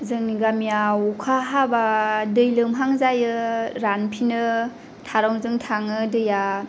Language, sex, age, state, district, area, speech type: Bodo, female, 18-30, Assam, Kokrajhar, rural, spontaneous